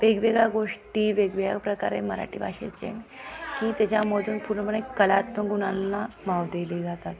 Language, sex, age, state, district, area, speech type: Marathi, female, 30-45, Maharashtra, Ahmednagar, urban, spontaneous